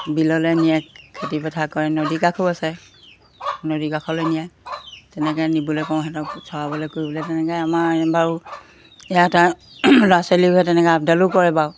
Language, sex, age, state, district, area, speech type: Assamese, female, 60+, Assam, Golaghat, rural, spontaneous